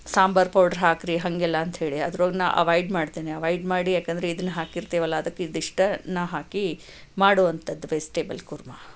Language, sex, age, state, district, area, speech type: Kannada, female, 45-60, Karnataka, Chikkaballapur, rural, spontaneous